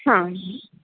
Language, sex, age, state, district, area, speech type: Marathi, female, 45-60, Maharashtra, Yavatmal, urban, conversation